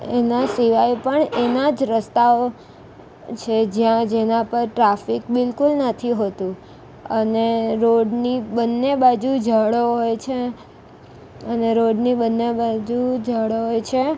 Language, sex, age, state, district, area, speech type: Gujarati, female, 18-30, Gujarat, Valsad, rural, spontaneous